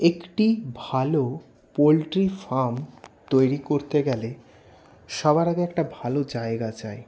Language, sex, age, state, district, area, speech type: Bengali, male, 18-30, West Bengal, Paschim Bardhaman, urban, spontaneous